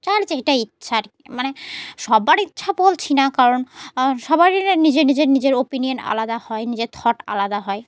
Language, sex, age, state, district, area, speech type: Bengali, female, 30-45, West Bengal, Murshidabad, urban, spontaneous